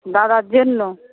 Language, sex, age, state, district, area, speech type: Bengali, female, 45-60, West Bengal, Uttar Dinajpur, urban, conversation